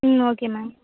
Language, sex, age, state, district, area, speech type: Tamil, female, 18-30, Tamil Nadu, Vellore, urban, conversation